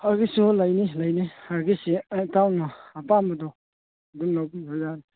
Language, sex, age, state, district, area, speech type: Manipuri, male, 45-60, Manipur, Churachandpur, rural, conversation